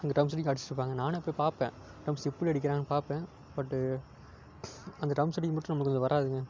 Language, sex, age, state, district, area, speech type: Tamil, male, 18-30, Tamil Nadu, Tiruppur, rural, spontaneous